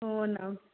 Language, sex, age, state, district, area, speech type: Marathi, male, 18-30, Maharashtra, Nagpur, urban, conversation